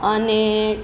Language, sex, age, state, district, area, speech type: Gujarati, female, 60+, Gujarat, Surat, urban, spontaneous